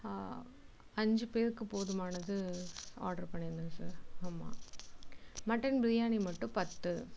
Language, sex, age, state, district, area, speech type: Tamil, female, 45-60, Tamil Nadu, Tiruvarur, rural, spontaneous